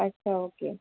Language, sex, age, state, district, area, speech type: Marathi, female, 30-45, Maharashtra, Akola, urban, conversation